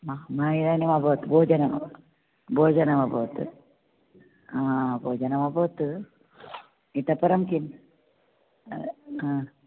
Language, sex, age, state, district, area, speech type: Sanskrit, female, 60+, Karnataka, Uttara Kannada, rural, conversation